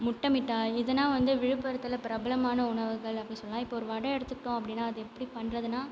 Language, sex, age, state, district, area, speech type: Tamil, female, 18-30, Tamil Nadu, Viluppuram, urban, spontaneous